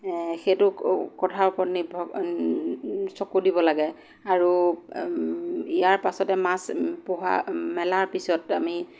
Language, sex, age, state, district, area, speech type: Assamese, female, 45-60, Assam, Lakhimpur, rural, spontaneous